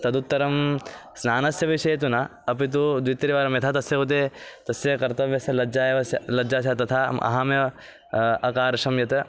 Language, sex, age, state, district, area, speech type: Sanskrit, male, 18-30, Maharashtra, Thane, urban, spontaneous